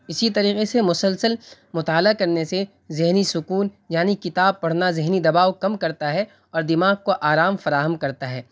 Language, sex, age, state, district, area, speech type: Urdu, male, 18-30, Delhi, North West Delhi, urban, spontaneous